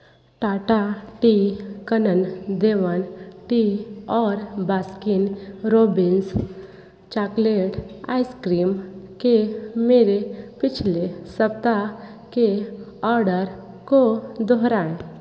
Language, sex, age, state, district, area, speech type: Hindi, female, 18-30, Uttar Pradesh, Sonbhadra, rural, read